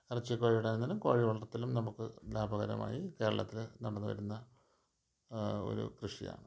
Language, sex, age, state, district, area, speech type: Malayalam, male, 45-60, Kerala, Thiruvananthapuram, urban, spontaneous